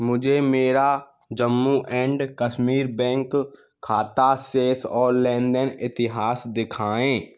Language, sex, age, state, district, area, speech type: Hindi, male, 30-45, Rajasthan, Karauli, urban, read